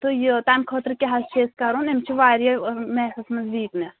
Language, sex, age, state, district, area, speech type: Kashmiri, female, 30-45, Jammu and Kashmir, Pulwama, urban, conversation